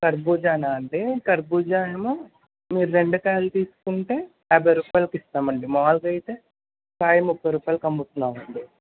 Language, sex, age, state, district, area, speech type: Telugu, male, 45-60, Andhra Pradesh, Krishna, urban, conversation